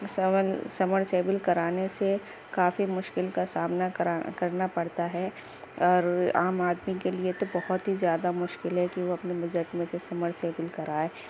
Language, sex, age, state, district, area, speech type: Urdu, female, 18-30, Uttar Pradesh, Gautam Buddha Nagar, rural, spontaneous